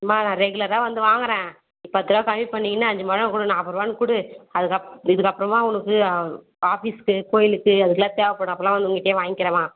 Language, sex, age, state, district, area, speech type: Tamil, female, 30-45, Tamil Nadu, Vellore, urban, conversation